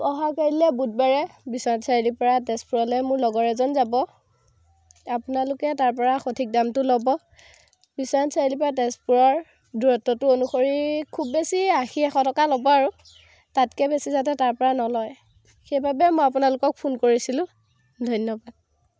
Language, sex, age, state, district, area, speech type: Assamese, female, 18-30, Assam, Biswanath, rural, spontaneous